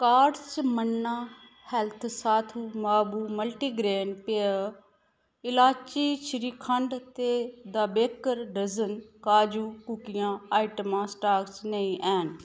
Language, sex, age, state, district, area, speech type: Dogri, female, 30-45, Jammu and Kashmir, Udhampur, rural, read